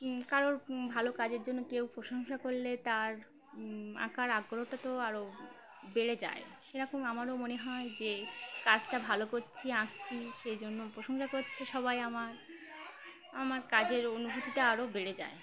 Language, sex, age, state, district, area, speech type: Bengali, female, 18-30, West Bengal, Uttar Dinajpur, urban, spontaneous